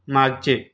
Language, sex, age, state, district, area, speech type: Marathi, male, 30-45, Maharashtra, Buldhana, urban, read